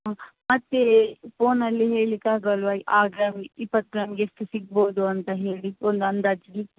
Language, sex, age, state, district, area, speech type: Kannada, female, 18-30, Karnataka, Shimoga, rural, conversation